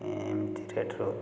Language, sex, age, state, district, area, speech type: Odia, male, 30-45, Odisha, Puri, urban, spontaneous